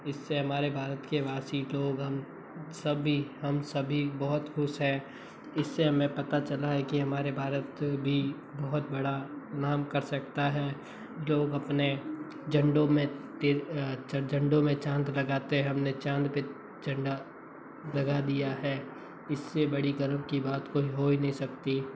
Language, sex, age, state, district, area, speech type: Hindi, male, 60+, Rajasthan, Jodhpur, urban, spontaneous